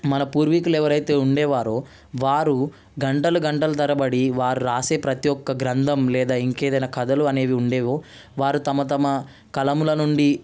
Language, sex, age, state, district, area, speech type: Telugu, male, 18-30, Telangana, Ranga Reddy, urban, spontaneous